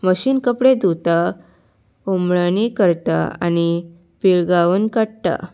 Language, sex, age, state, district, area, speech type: Goan Konkani, female, 18-30, Goa, Salcete, urban, spontaneous